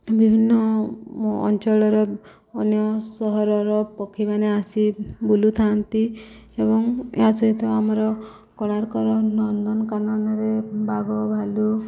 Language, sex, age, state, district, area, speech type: Odia, female, 30-45, Odisha, Subarnapur, urban, spontaneous